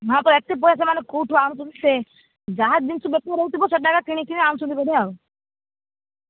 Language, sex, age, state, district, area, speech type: Odia, female, 45-60, Odisha, Kandhamal, rural, conversation